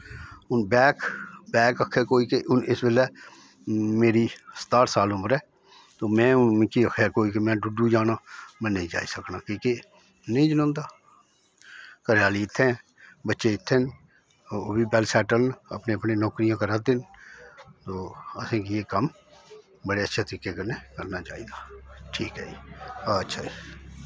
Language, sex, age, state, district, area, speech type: Dogri, male, 60+, Jammu and Kashmir, Udhampur, rural, spontaneous